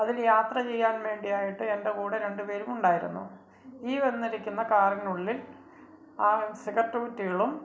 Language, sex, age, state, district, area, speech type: Malayalam, male, 45-60, Kerala, Kottayam, rural, spontaneous